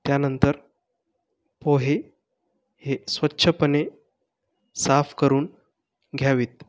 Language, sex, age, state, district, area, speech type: Marathi, male, 18-30, Maharashtra, Buldhana, rural, spontaneous